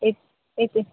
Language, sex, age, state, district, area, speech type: Odia, female, 45-60, Odisha, Sambalpur, rural, conversation